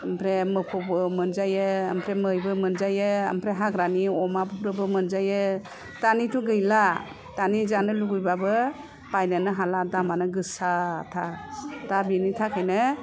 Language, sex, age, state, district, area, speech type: Bodo, female, 60+, Assam, Kokrajhar, rural, spontaneous